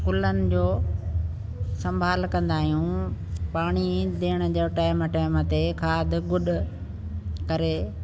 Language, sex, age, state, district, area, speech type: Sindhi, female, 60+, Delhi, South Delhi, rural, spontaneous